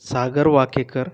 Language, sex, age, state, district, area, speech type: Marathi, male, 18-30, Maharashtra, Buldhana, rural, spontaneous